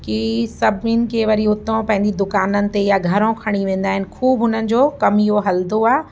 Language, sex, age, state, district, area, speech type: Sindhi, female, 45-60, Uttar Pradesh, Lucknow, urban, spontaneous